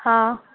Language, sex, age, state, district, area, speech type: Sindhi, female, 18-30, Rajasthan, Ajmer, urban, conversation